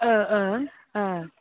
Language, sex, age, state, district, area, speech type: Bodo, female, 18-30, Assam, Udalguri, rural, conversation